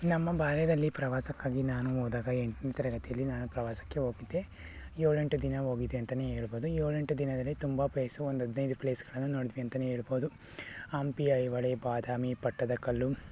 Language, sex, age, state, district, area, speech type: Kannada, male, 18-30, Karnataka, Chikkaballapur, urban, spontaneous